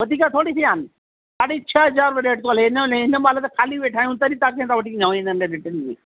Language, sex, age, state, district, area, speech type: Sindhi, male, 60+, Delhi, South Delhi, urban, conversation